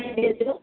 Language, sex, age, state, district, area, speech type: Odia, female, 30-45, Odisha, Sambalpur, rural, conversation